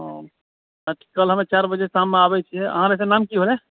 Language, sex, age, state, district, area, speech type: Maithili, male, 18-30, Bihar, Purnia, urban, conversation